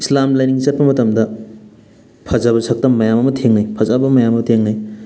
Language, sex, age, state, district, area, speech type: Manipuri, male, 30-45, Manipur, Thoubal, rural, spontaneous